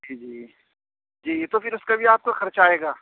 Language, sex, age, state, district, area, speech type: Urdu, male, 18-30, Uttar Pradesh, Saharanpur, urban, conversation